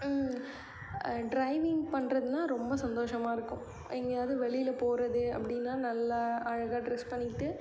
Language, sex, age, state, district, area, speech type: Tamil, female, 18-30, Tamil Nadu, Cuddalore, rural, spontaneous